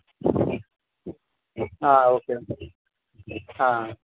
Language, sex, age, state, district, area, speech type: Tamil, male, 30-45, Tamil Nadu, Dharmapuri, rural, conversation